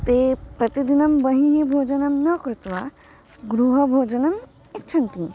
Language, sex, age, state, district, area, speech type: Sanskrit, female, 18-30, Maharashtra, Chandrapur, urban, spontaneous